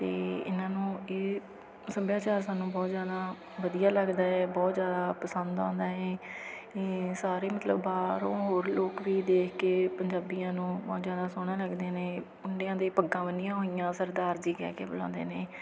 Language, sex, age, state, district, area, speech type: Punjabi, female, 30-45, Punjab, Fatehgarh Sahib, rural, spontaneous